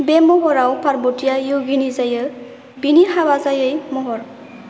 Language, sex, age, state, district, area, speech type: Bodo, female, 18-30, Assam, Baksa, rural, read